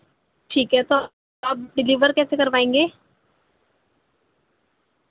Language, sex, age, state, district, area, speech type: Urdu, female, 18-30, Delhi, North East Delhi, urban, conversation